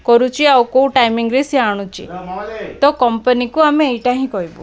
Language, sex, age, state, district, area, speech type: Odia, female, 18-30, Odisha, Koraput, urban, spontaneous